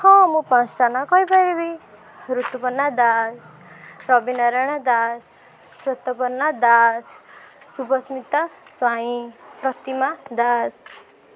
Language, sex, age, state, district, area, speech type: Odia, female, 18-30, Odisha, Puri, urban, spontaneous